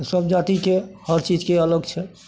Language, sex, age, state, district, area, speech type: Maithili, male, 60+, Bihar, Madhepura, urban, spontaneous